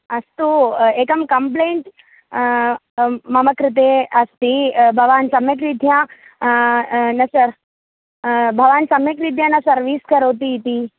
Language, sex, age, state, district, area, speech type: Sanskrit, female, 18-30, Kerala, Thrissur, rural, conversation